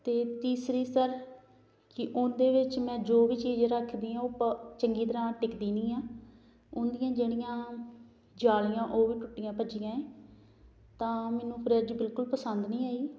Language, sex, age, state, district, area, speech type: Punjabi, female, 18-30, Punjab, Tarn Taran, rural, spontaneous